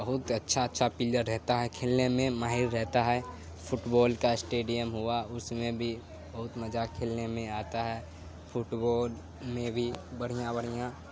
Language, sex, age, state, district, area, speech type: Urdu, male, 18-30, Bihar, Supaul, rural, spontaneous